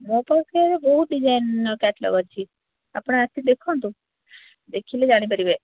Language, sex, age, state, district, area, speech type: Odia, female, 30-45, Odisha, Cuttack, urban, conversation